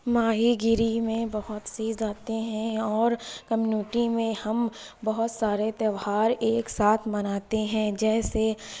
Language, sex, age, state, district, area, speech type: Urdu, female, 30-45, Uttar Pradesh, Lucknow, rural, spontaneous